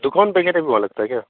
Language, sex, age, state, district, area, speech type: Hindi, male, 45-60, Bihar, Begusarai, urban, conversation